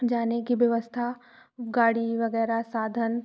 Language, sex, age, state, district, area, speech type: Hindi, female, 18-30, Madhya Pradesh, Katni, urban, spontaneous